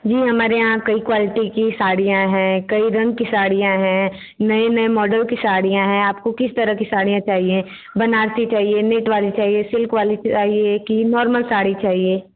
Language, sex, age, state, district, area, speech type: Hindi, female, 18-30, Uttar Pradesh, Bhadohi, rural, conversation